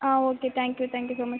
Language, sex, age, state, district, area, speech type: Tamil, female, 18-30, Tamil Nadu, Cuddalore, rural, conversation